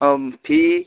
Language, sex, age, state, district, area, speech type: Marathi, male, 18-30, Maharashtra, Washim, rural, conversation